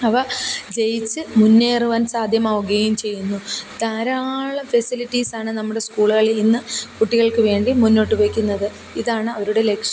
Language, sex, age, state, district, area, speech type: Malayalam, female, 30-45, Kerala, Kollam, rural, spontaneous